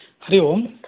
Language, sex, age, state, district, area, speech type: Sanskrit, male, 45-60, Karnataka, Mysore, urban, conversation